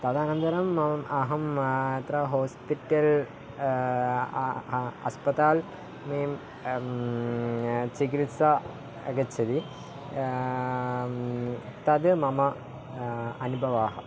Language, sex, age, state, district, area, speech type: Sanskrit, male, 18-30, Kerala, Thiruvananthapuram, rural, spontaneous